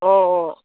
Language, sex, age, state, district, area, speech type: Assamese, female, 60+, Assam, Dibrugarh, rural, conversation